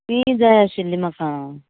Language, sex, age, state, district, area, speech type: Goan Konkani, female, 18-30, Goa, Canacona, rural, conversation